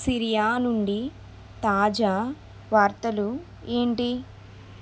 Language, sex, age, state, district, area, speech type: Telugu, female, 18-30, Telangana, Vikarabad, urban, read